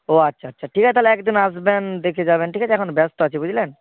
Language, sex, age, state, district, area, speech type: Bengali, male, 18-30, West Bengal, Nadia, rural, conversation